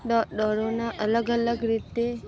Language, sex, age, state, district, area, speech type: Gujarati, female, 18-30, Gujarat, Narmada, urban, spontaneous